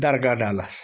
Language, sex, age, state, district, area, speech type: Kashmiri, male, 30-45, Jammu and Kashmir, Srinagar, urban, spontaneous